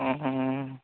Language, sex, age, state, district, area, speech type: Santali, male, 18-30, West Bengal, Purba Bardhaman, rural, conversation